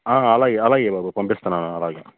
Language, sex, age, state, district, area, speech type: Telugu, male, 18-30, Andhra Pradesh, Bapatla, urban, conversation